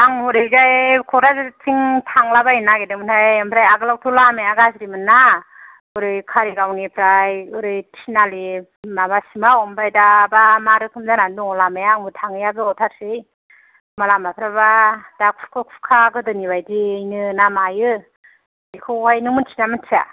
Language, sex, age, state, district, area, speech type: Bodo, female, 45-60, Assam, Kokrajhar, rural, conversation